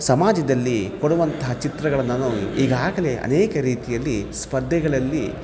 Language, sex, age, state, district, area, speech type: Kannada, male, 30-45, Karnataka, Kolar, rural, spontaneous